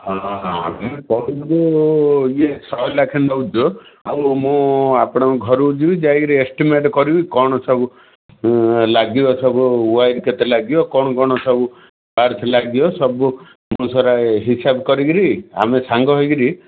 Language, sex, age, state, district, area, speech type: Odia, male, 60+, Odisha, Gajapati, rural, conversation